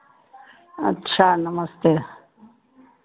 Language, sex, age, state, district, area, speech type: Hindi, female, 60+, Uttar Pradesh, Sitapur, rural, conversation